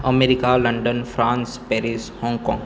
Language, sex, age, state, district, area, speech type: Gujarati, male, 30-45, Gujarat, Surat, rural, spontaneous